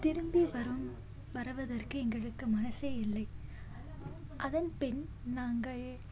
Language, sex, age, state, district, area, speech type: Tamil, female, 18-30, Tamil Nadu, Salem, urban, spontaneous